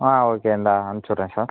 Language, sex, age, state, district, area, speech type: Tamil, male, 18-30, Tamil Nadu, Pudukkottai, rural, conversation